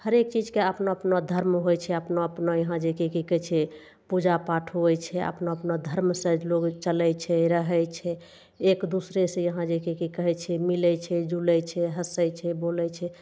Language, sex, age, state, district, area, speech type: Maithili, female, 45-60, Bihar, Begusarai, urban, spontaneous